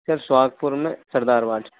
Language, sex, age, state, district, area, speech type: Hindi, male, 30-45, Madhya Pradesh, Hoshangabad, rural, conversation